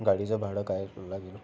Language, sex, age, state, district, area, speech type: Marathi, male, 30-45, Maharashtra, Amravati, urban, spontaneous